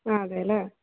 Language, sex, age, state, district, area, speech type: Malayalam, female, 30-45, Kerala, Palakkad, rural, conversation